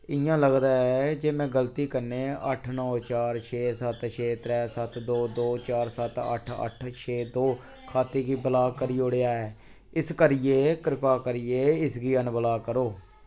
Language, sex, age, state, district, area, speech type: Dogri, male, 30-45, Jammu and Kashmir, Samba, rural, read